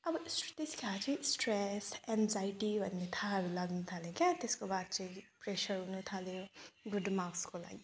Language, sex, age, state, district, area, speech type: Nepali, female, 30-45, West Bengal, Alipurduar, urban, spontaneous